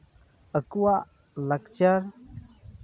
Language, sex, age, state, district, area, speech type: Santali, male, 30-45, West Bengal, Malda, rural, spontaneous